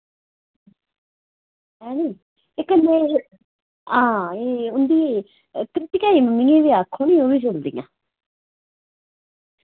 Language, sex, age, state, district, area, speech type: Dogri, female, 30-45, Jammu and Kashmir, Udhampur, rural, conversation